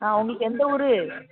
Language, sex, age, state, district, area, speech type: Tamil, female, 30-45, Tamil Nadu, Thoothukudi, urban, conversation